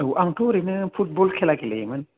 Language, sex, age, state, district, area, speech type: Bodo, male, 18-30, Assam, Baksa, rural, conversation